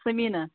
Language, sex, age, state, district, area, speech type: Kashmiri, female, 30-45, Jammu and Kashmir, Ganderbal, rural, conversation